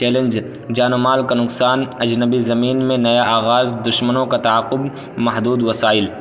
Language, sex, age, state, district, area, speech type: Urdu, male, 18-30, Uttar Pradesh, Balrampur, rural, spontaneous